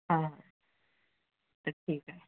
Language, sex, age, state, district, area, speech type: Marathi, male, 18-30, Maharashtra, Gadchiroli, rural, conversation